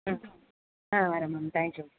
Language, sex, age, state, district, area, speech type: Tamil, female, 18-30, Tamil Nadu, Tiruvarur, rural, conversation